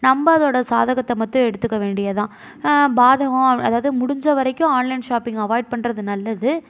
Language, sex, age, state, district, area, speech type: Tamil, female, 30-45, Tamil Nadu, Mayiladuthurai, urban, spontaneous